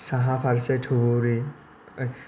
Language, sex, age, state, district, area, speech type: Bodo, male, 18-30, Assam, Kokrajhar, rural, spontaneous